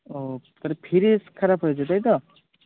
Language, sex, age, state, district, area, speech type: Bengali, male, 18-30, West Bengal, Birbhum, urban, conversation